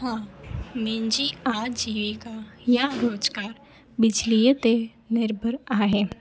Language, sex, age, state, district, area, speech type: Sindhi, female, 18-30, Gujarat, Junagadh, urban, spontaneous